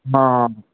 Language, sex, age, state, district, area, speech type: Odia, male, 60+, Odisha, Sundergarh, rural, conversation